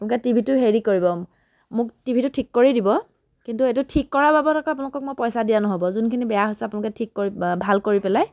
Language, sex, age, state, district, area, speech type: Assamese, female, 30-45, Assam, Biswanath, rural, spontaneous